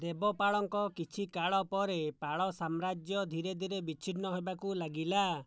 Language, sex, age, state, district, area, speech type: Odia, male, 60+, Odisha, Jajpur, rural, read